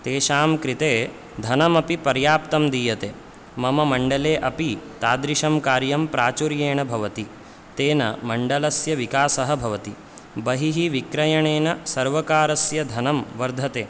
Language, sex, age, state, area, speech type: Sanskrit, male, 18-30, Chhattisgarh, rural, spontaneous